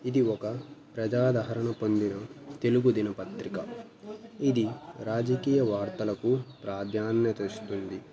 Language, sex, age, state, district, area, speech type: Telugu, male, 18-30, Andhra Pradesh, Annamaya, rural, spontaneous